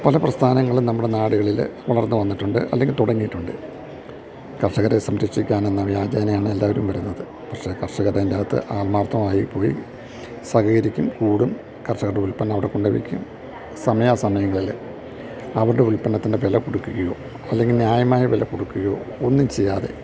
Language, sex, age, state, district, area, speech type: Malayalam, male, 60+, Kerala, Idukki, rural, spontaneous